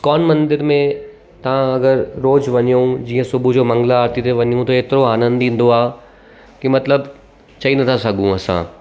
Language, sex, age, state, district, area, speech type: Sindhi, male, 30-45, Gujarat, Surat, urban, spontaneous